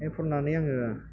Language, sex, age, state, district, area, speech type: Bodo, male, 18-30, Assam, Chirang, urban, spontaneous